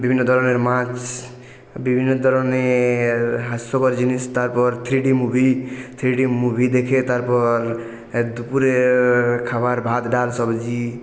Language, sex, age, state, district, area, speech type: Bengali, male, 18-30, West Bengal, Purulia, urban, spontaneous